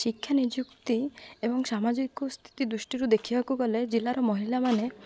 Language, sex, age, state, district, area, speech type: Odia, female, 18-30, Odisha, Malkangiri, urban, spontaneous